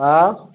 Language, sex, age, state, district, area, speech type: Sindhi, male, 30-45, Gujarat, Kutch, rural, conversation